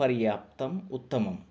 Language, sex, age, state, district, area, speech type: Sanskrit, male, 45-60, Karnataka, Chamarajanagar, urban, spontaneous